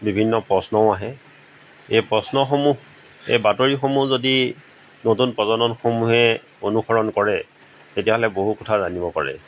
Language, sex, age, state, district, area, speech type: Assamese, male, 45-60, Assam, Golaghat, rural, spontaneous